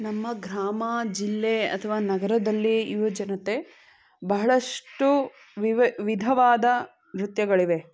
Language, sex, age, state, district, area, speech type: Kannada, female, 18-30, Karnataka, Chikkaballapur, rural, spontaneous